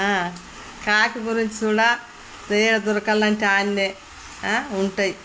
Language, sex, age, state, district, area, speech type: Telugu, female, 60+, Telangana, Peddapalli, rural, spontaneous